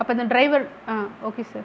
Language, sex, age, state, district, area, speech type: Tamil, female, 45-60, Tamil Nadu, Pudukkottai, rural, spontaneous